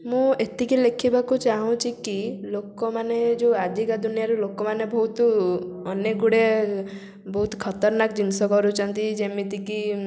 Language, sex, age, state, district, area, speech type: Odia, female, 18-30, Odisha, Puri, urban, spontaneous